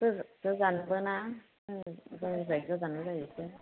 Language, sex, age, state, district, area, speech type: Bodo, female, 30-45, Assam, Kokrajhar, rural, conversation